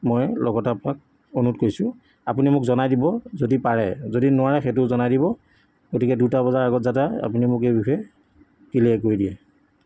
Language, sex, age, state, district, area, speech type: Assamese, male, 45-60, Assam, Jorhat, urban, spontaneous